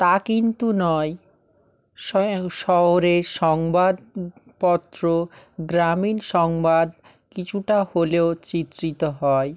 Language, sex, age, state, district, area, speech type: Bengali, male, 18-30, West Bengal, South 24 Parganas, rural, spontaneous